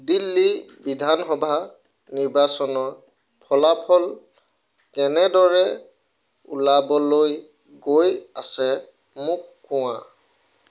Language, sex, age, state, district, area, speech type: Assamese, male, 18-30, Assam, Tinsukia, rural, read